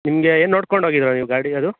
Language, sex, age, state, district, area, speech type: Kannada, male, 18-30, Karnataka, Chikkaballapur, rural, conversation